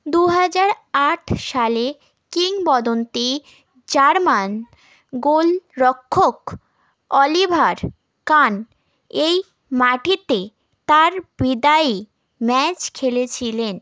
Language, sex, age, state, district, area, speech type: Bengali, female, 18-30, West Bengal, South 24 Parganas, rural, read